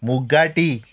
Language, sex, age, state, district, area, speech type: Goan Konkani, male, 45-60, Goa, Murmgao, rural, spontaneous